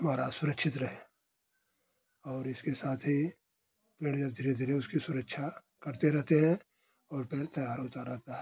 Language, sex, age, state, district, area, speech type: Hindi, male, 60+, Uttar Pradesh, Ghazipur, rural, spontaneous